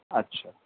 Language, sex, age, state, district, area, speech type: Urdu, male, 60+, Delhi, North East Delhi, urban, conversation